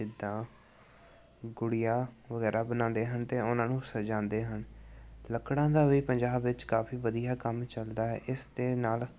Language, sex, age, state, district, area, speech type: Punjabi, male, 18-30, Punjab, Gurdaspur, urban, spontaneous